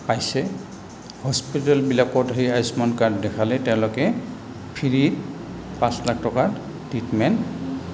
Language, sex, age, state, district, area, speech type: Assamese, male, 60+, Assam, Goalpara, rural, spontaneous